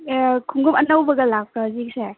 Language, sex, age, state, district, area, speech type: Manipuri, female, 18-30, Manipur, Chandel, rural, conversation